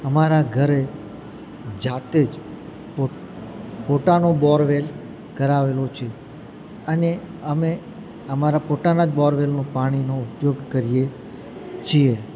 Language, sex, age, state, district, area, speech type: Gujarati, male, 30-45, Gujarat, Valsad, rural, spontaneous